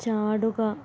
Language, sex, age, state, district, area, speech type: Malayalam, female, 30-45, Kerala, Palakkad, rural, read